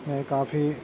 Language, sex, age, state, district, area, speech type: Urdu, male, 30-45, Uttar Pradesh, Gautam Buddha Nagar, urban, spontaneous